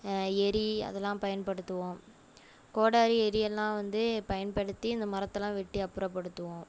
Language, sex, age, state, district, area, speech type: Tamil, female, 30-45, Tamil Nadu, Nagapattinam, rural, spontaneous